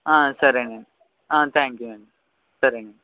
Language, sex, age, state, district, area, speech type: Telugu, male, 18-30, Andhra Pradesh, West Godavari, rural, conversation